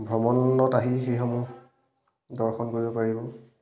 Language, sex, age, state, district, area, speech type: Assamese, male, 30-45, Assam, Majuli, urban, spontaneous